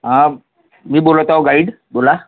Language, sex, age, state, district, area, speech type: Marathi, female, 30-45, Maharashtra, Nagpur, rural, conversation